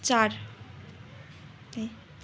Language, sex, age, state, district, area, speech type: Nepali, female, 18-30, West Bengal, Darjeeling, rural, read